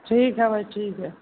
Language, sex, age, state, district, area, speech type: Urdu, male, 18-30, Uttar Pradesh, Gautam Buddha Nagar, urban, conversation